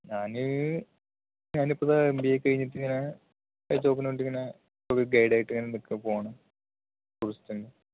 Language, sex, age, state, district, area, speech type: Malayalam, male, 18-30, Kerala, Palakkad, rural, conversation